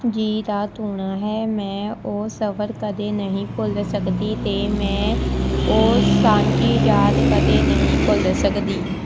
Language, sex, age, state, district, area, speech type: Punjabi, female, 18-30, Punjab, Shaheed Bhagat Singh Nagar, rural, spontaneous